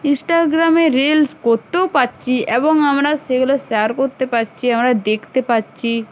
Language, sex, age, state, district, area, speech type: Bengali, female, 18-30, West Bengal, Uttar Dinajpur, urban, spontaneous